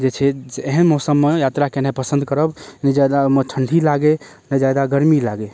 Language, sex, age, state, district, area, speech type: Maithili, male, 18-30, Bihar, Darbhanga, rural, spontaneous